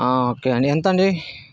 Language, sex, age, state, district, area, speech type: Telugu, male, 60+, Andhra Pradesh, Vizianagaram, rural, spontaneous